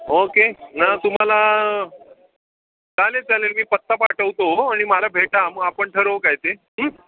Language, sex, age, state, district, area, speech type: Marathi, male, 45-60, Maharashtra, Ratnagiri, urban, conversation